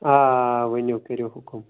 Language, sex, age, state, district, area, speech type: Kashmiri, male, 30-45, Jammu and Kashmir, Shopian, urban, conversation